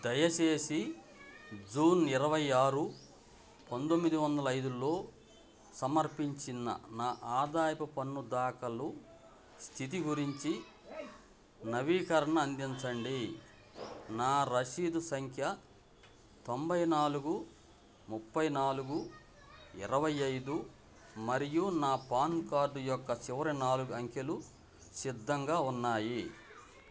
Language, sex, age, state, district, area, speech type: Telugu, male, 60+, Andhra Pradesh, Bapatla, urban, read